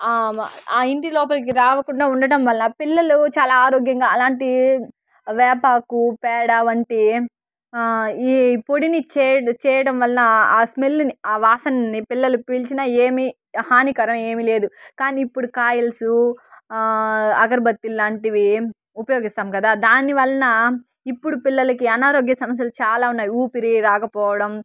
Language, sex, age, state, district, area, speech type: Telugu, female, 18-30, Andhra Pradesh, Sri Balaji, rural, spontaneous